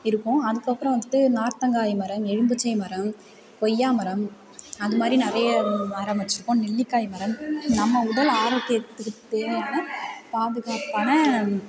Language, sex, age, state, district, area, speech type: Tamil, female, 18-30, Tamil Nadu, Tiruvarur, rural, spontaneous